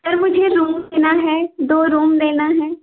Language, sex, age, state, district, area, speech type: Hindi, female, 18-30, Uttar Pradesh, Jaunpur, urban, conversation